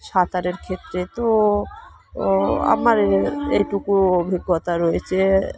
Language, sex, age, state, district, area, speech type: Bengali, female, 30-45, West Bengal, Dakshin Dinajpur, urban, spontaneous